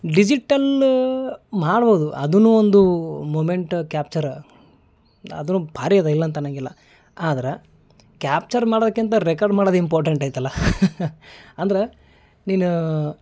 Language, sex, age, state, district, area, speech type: Kannada, male, 30-45, Karnataka, Gulbarga, urban, spontaneous